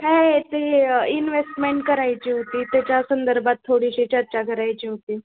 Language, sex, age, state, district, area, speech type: Marathi, female, 18-30, Maharashtra, Osmanabad, rural, conversation